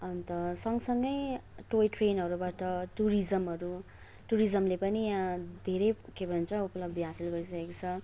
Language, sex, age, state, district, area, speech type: Nepali, female, 18-30, West Bengal, Darjeeling, rural, spontaneous